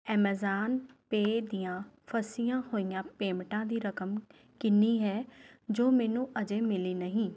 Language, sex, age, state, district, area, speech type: Punjabi, female, 30-45, Punjab, Rupnagar, urban, read